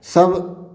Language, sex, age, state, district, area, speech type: Maithili, male, 60+, Bihar, Samastipur, urban, spontaneous